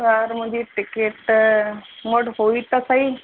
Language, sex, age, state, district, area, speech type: Sindhi, female, 30-45, Rajasthan, Ajmer, urban, conversation